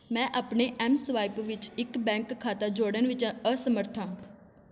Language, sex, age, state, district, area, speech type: Punjabi, female, 18-30, Punjab, Amritsar, urban, read